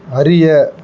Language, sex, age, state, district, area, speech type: Tamil, male, 30-45, Tamil Nadu, Thoothukudi, urban, read